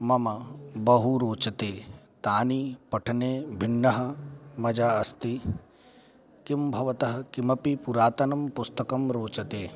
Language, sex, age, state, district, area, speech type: Sanskrit, male, 18-30, Uttar Pradesh, Lucknow, urban, spontaneous